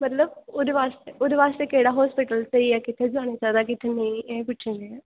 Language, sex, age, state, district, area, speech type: Dogri, female, 18-30, Jammu and Kashmir, Kathua, rural, conversation